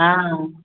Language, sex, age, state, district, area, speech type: Maithili, female, 60+, Bihar, Supaul, rural, conversation